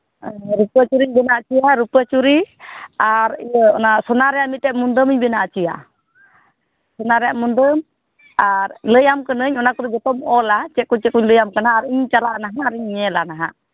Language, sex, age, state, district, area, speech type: Santali, female, 30-45, West Bengal, Malda, rural, conversation